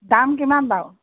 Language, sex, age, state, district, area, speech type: Assamese, female, 60+, Assam, Golaghat, urban, conversation